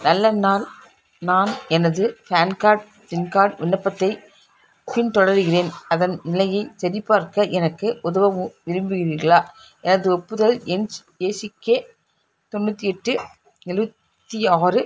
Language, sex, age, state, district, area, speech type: Tamil, female, 60+, Tamil Nadu, Krishnagiri, rural, read